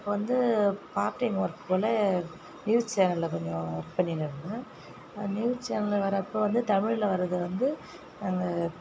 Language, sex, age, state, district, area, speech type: Tamil, female, 45-60, Tamil Nadu, Viluppuram, urban, spontaneous